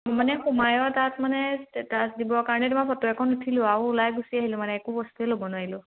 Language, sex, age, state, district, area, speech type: Assamese, female, 18-30, Assam, Majuli, urban, conversation